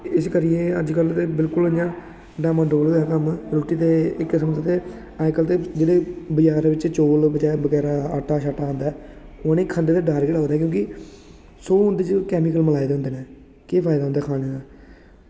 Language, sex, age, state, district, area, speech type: Dogri, male, 18-30, Jammu and Kashmir, Samba, rural, spontaneous